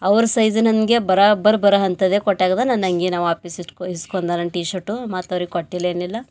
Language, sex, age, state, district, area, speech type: Kannada, female, 18-30, Karnataka, Bidar, urban, spontaneous